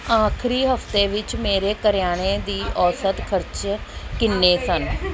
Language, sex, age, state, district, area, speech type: Punjabi, female, 45-60, Punjab, Pathankot, urban, read